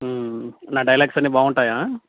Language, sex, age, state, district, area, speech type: Telugu, male, 30-45, Andhra Pradesh, Nellore, rural, conversation